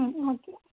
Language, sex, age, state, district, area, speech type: Malayalam, female, 18-30, Kerala, Idukki, rural, conversation